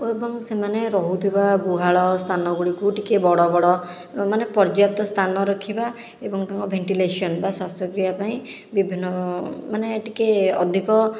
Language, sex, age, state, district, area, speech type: Odia, female, 18-30, Odisha, Khordha, rural, spontaneous